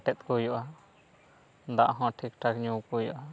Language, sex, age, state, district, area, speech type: Santali, male, 18-30, West Bengal, Purba Bardhaman, rural, spontaneous